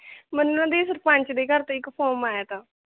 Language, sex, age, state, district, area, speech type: Punjabi, female, 18-30, Punjab, Mohali, rural, conversation